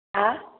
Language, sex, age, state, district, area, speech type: Kannada, female, 60+, Karnataka, Belgaum, rural, conversation